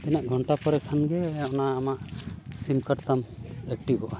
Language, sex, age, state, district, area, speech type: Santali, male, 45-60, Odisha, Mayurbhanj, rural, spontaneous